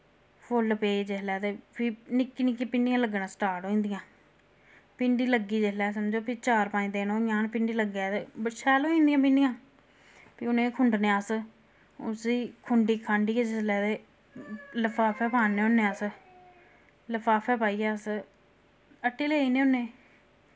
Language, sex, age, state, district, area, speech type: Dogri, female, 30-45, Jammu and Kashmir, Samba, rural, spontaneous